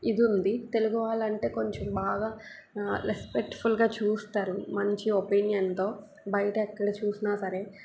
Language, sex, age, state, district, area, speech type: Telugu, female, 18-30, Telangana, Mancherial, rural, spontaneous